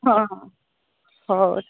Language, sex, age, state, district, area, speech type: Odia, female, 60+, Odisha, Angul, rural, conversation